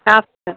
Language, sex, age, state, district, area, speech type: Telugu, female, 30-45, Telangana, Jagtial, rural, conversation